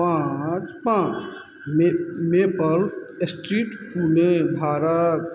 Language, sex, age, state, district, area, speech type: Maithili, male, 45-60, Bihar, Madhubani, rural, read